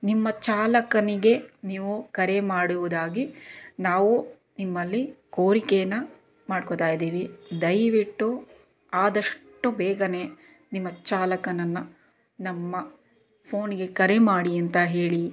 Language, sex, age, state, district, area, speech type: Kannada, female, 30-45, Karnataka, Davanagere, rural, spontaneous